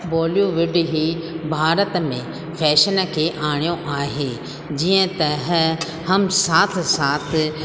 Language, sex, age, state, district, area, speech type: Sindhi, female, 45-60, Rajasthan, Ajmer, urban, spontaneous